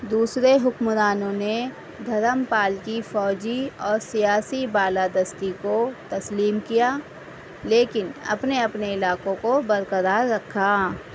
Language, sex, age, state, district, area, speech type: Urdu, female, 30-45, Delhi, East Delhi, urban, read